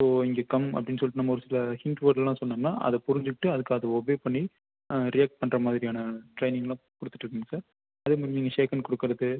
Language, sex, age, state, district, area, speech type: Tamil, male, 18-30, Tamil Nadu, Erode, rural, conversation